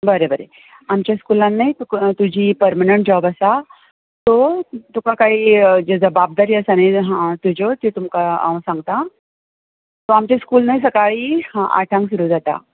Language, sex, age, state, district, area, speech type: Goan Konkani, female, 45-60, Goa, Bardez, rural, conversation